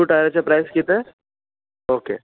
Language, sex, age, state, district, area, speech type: Goan Konkani, male, 18-30, Goa, Bardez, urban, conversation